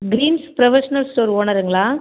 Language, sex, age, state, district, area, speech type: Tamil, female, 30-45, Tamil Nadu, Viluppuram, rural, conversation